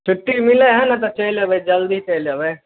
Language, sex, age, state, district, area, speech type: Maithili, male, 18-30, Bihar, Samastipur, rural, conversation